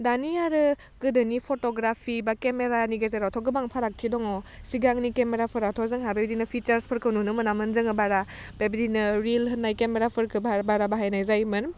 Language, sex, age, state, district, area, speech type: Bodo, female, 30-45, Assam, Udalguri, urban, spontaneous